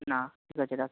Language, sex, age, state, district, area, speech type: Bengali, male, 18-30, West Bengal, Birbhum, urban, conversation